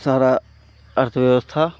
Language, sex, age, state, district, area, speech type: Hindi, male, 45-60, Uttar Pradesh, Hardoi, rural, spontaneous